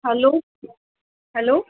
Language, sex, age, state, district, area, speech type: Urdu, female, 18-30, Uttar Pradesh, Gautam Buddha Nagar, rural, conversation